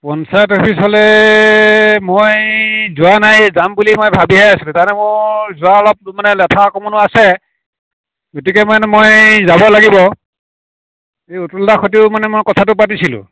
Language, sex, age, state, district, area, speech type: Assamese, male, 60+, Assam, Nagaon, rural, conversation